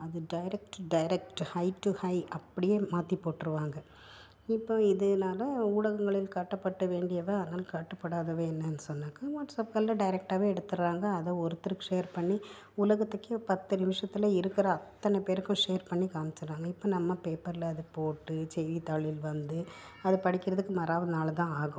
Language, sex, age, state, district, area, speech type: Tamil, female, 45-60, Tamil Nadu, Tiruppur, urban, spontaneous